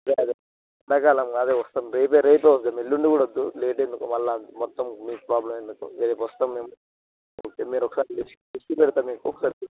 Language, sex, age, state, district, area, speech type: Telugu, male, 18-30, Telangana, Siddipet, rural, conversation